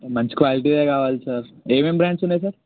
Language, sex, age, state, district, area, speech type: Telugu, male, 30-45, Telangana, Ranga Reddy, urban, conversation